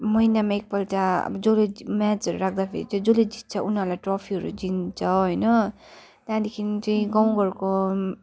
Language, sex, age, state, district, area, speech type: Nepali, female, 18-30, West Bengal, Kalimpong, rural, spontaneous